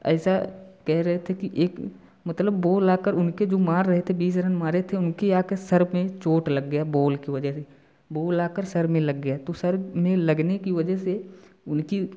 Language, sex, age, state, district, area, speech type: Hindi, male, 18-30, Uttar Pradesh, Prayagraj, rural, spontaneous